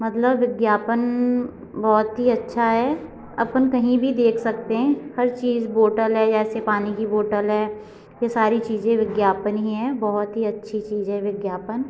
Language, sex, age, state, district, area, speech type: Hindi, female, 18-30, Madhya Pradesh, Gwalior, rural, spontaneous